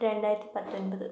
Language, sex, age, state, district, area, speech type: Malayalam, female, 18-30, Kerala, Wayanad, rural, spontaneous